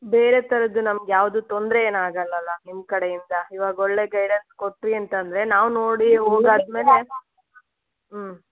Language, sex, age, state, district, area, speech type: Kannada, female, 30-45, Karnataka, Chitradurga, rural, conversation